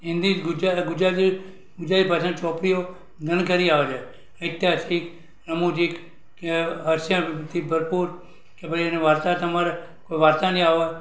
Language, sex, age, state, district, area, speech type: Gujarati, male, 60+, Gujarat, Valsad, rural, spontaneous